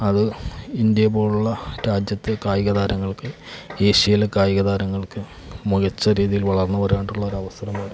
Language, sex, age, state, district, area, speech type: Malayalam, male, 45-60, Kerala, Alappuzha, rural, spontaneous